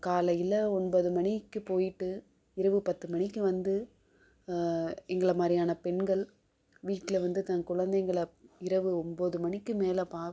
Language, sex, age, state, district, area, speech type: Tamil, female, 45-60, Tamil Nadu, Madurai, urban, spontaneous